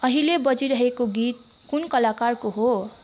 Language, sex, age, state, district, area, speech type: Nepali, female, 18-30, West Bengal, Kalimpong, rural, read